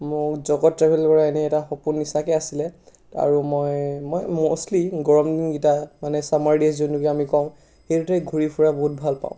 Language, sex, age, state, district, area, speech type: Assamese, male, 18-30, Assam, Charaideo, urban, spontaneous